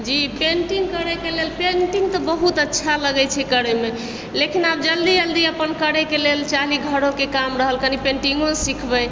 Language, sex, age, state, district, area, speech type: Maithili, female, 60+, Bihar, Supaul, urban, spontaneous